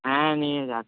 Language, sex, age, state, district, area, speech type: Bengali, male, 18-30, West Bengal, Uttar Dinajpur, rural, conversation